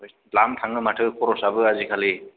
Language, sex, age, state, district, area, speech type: Bodo, male, 18-30, Assam, Kokrajhar, rural, conversation